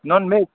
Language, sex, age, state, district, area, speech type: Nepali, male, 18-30, West Bengal, Alipurduar, urban, conversation